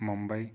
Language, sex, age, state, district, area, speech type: Kashmiri, male, 30-45, Jammu and Kashmir, Pulwama, rural, spontaneous